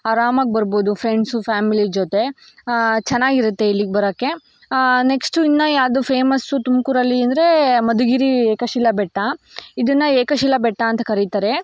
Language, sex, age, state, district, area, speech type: Kannada, female, 18-30, Karnataka, Tumkur, urban, spontaneous